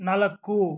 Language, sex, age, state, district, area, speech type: Kannada, male, 18-30, Karnataka, Kolar, rural, read